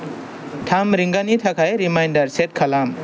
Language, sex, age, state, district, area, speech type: Bodo, male, 18-30, Assam, Kokrajhar, urban, read